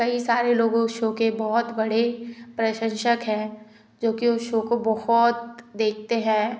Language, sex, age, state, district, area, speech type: Hindi, female, 18-30, Madhya Pradesh, Gwalior, urban, spontaneous